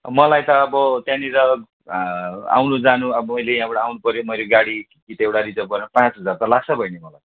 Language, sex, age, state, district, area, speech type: Nepali, male, 60+, West Bengal, Darjeeling, rural, conversation